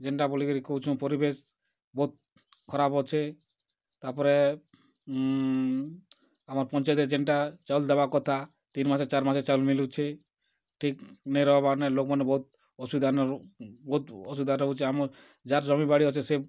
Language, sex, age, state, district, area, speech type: Odia, male, 45-60, Odisha, Kalahandi, rural, spontaneous